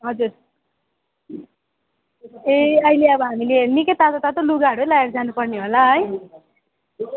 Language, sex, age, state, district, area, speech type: Nepali, female, 18-30, West Bengal, Darjeeling, rural, conversation